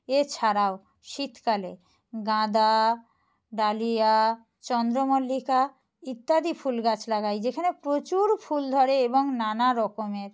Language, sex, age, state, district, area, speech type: Bengali, female, 45-60, West Bengal, Nadia, rural, spontaneous